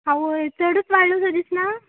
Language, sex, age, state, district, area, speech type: Goan Konkani, female, 18-30, Goa, Quepem, rural, conversation